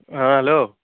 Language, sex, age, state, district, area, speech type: Odia, male, 18-30, Odisha, Nayagarh, rural, conversation